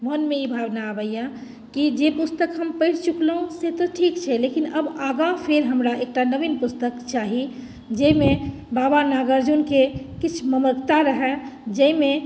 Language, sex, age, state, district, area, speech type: Maithili, female, 30-45, Bihar, Madhubani, rural, spontaneous